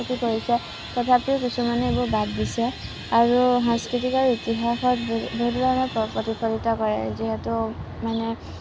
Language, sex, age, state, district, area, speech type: Assamese, female, 18-30, Assam, Kamrup Metropolitan, urban, spontaneous